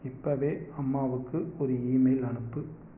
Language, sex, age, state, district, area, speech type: Tamil, male, 30-45, Tamil Nadu, Erode, rural, read